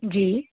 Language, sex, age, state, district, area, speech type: Sindhi, female, 30-45, Gujarat, Kutch, rural, conversation